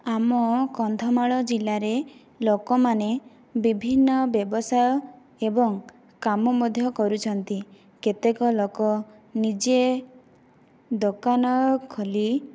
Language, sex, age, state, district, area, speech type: Odia, female, 18-30, Odisha, Kandhamal, rural, spontaneous